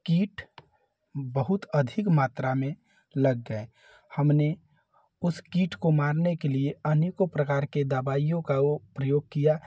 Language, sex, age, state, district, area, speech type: Hindi, male, 30-45, Uttar Pradesh, Varanasi, urban, spontaneous